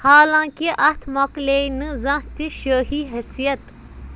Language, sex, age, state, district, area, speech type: Kashmiri, other, 18-30, Jammu and Kashmir, Budgam, rural, read